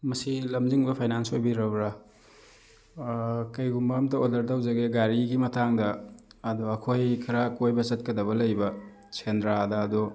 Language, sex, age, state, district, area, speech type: Manipuri, male, 18-30, Manipur, Thoubal, rural, spontaneous